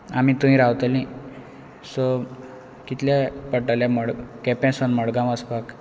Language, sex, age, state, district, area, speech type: Goan Konkani, male, 18-30, Goa, Quepem, rural, spontaneous